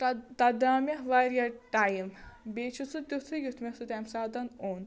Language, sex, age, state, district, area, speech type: Kashmiri, female, 30-45, Jammu and Kashmir, Shopian, rural, spontaneous